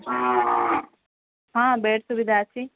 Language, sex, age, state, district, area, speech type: Odia, female, 30-45, Odisha, Sambalpur, rural, conversation